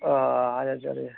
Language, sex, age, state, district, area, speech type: Bengali, male, 60+, West Bengal, Purba Bardhaman, rural, conversation